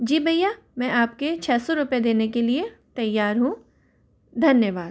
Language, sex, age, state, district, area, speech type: Hindi, female, 30-45, Rajasthan, Jaipur, urban, spontaneous